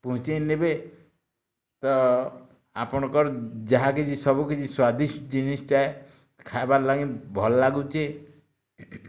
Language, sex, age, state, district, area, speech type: Odia, male, 60+, Odisha, Bargarh, rural, spontaneous